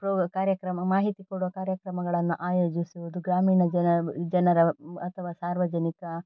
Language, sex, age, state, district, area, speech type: Kannada, female, 45-60, Karnataka, Dakshina Kannada, urban, spontaneous